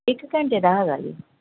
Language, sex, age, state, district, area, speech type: Punjabi, female, 45-60, Punjab, Gurdaspur, urban, conversation